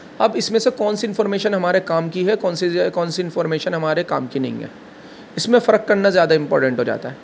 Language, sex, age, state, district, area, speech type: Urdu, male, 30-45, Delhi, Central Delhi, urban, spontaneous